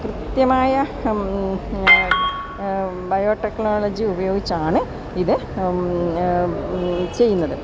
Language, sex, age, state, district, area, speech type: Malayalam, female, 60+, Kerala, Alappuzha, urban, spontaneous